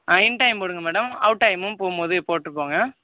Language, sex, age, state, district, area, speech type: Tamil, male, 18-30, Tamil Nadu, Tiruvallur, rural, conversation